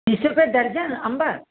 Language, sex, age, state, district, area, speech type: Sindhi, female, 60+, Uttar Pradesh, Lucknow, rural, conversation